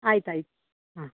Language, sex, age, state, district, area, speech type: Kannada, female, 30-45, Karnataka, Uttara Kannada, rural, conversation